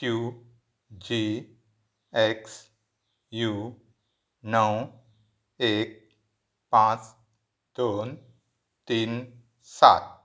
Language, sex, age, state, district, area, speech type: Goan Konkani, male, 60+, Goa, Pernem, rural, read